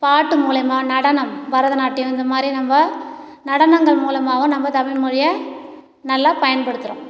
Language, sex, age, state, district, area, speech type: Tamil, female, 60+, Tamil Nadu, Cuddalore, rural, spontaneous